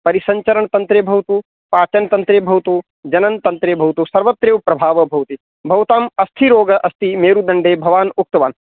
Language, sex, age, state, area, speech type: Sanskrit, male, 30-45, Rajasthan, urban, conversation